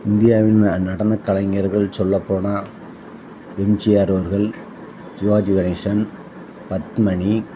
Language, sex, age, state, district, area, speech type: Tamil, male, 45-60, Tamil Nadu, Thoothukudi, urban, spontaneous